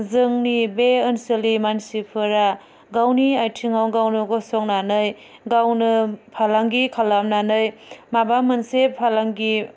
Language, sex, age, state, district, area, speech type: Bodo, female, 30-45, Assam, Chirang, rural, spontaneous